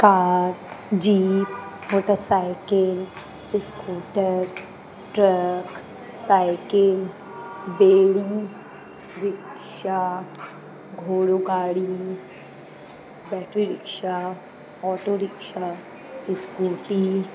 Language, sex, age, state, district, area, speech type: Sindhi, female, 30-45, Uttar Pradesh, Lucknow, urban, spontaneous